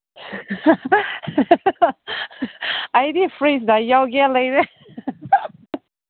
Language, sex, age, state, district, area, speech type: Manipuri, female, 30-45, Manipur, Senapati, rural, conversation